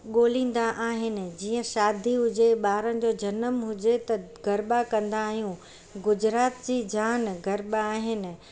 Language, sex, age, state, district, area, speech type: Sindhi, female, 45-60, Gujarat, Surat, urban, spontaneous